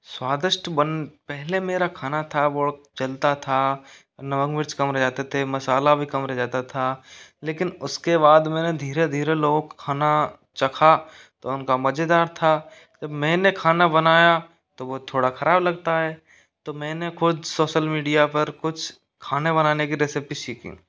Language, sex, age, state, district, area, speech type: Hindi, male, 60+, Rajasthan, Karauli, rural, spontaneous